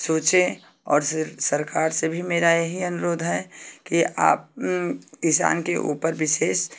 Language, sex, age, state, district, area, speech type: Hindi, female, 45-60, Uttar Pradesh, Ghazipur, rural, spontaneous